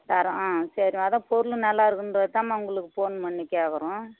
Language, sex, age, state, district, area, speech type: Tamil, female, 45-60, Tamil Nadu, Tiruvannamalai, rural, conversation